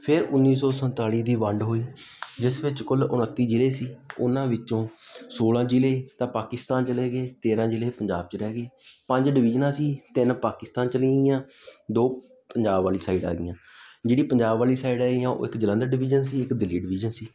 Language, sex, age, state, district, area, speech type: Punjabi, male, 18-30, Punjab, Muktsar, rural, spontaneous